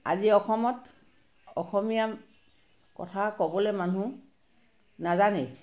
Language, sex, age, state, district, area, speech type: Assamese, female, 45-60, Assam, Sivasagar, rural, spontaneous